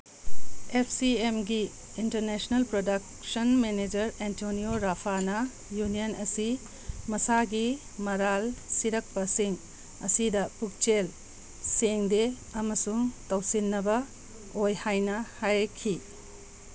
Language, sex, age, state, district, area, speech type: Manipuri, female, 45-60, Manipur, Tengnoupal, urban, read